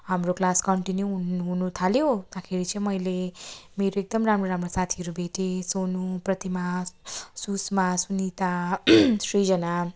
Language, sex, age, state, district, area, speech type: Nepali, female, 18-30, West Bengal, Darjeeling, rural, spontaneous